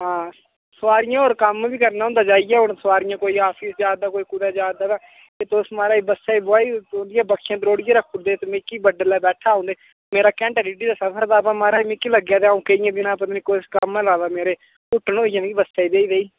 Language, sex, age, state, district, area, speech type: Dogri, male, 18-30, Jammu and Kashmir, Reasi, rural, conversation